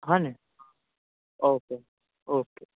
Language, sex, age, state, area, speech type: Gujarati, male, 18-30, Gujarat, urban, conversation